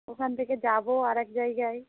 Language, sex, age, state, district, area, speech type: Bengali, female, 45-60, West Bengal, Hooghly, rural, conversation